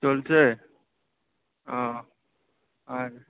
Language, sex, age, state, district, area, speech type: Bengali, male, 30-45, West Bengal, Kolkata, urban, conversation